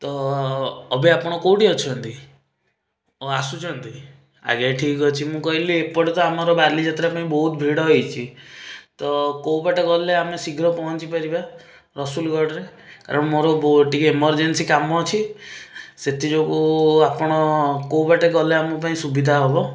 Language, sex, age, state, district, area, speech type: Odia, male, 18-30, Odisha, Cuttack, urban, spontaneous